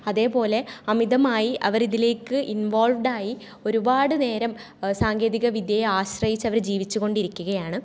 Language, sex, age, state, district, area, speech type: Malayalam, female, 18-30, Kerala, Thrissur, urban, spontaneous